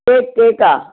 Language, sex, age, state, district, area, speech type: Sindhi, female, 60+, Maharashtra, Mumbai Suburban, urban, conversation